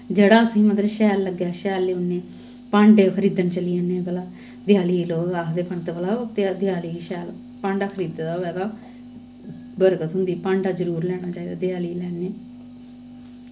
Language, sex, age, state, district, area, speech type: Dogri, female, 30-45, Jammu and Kashmir, Samba, rural, spontaneous